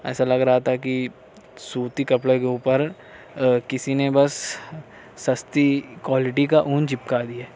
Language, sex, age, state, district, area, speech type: Urdu, male, 60+, Maharashtra, Nashik, urban, spontaneous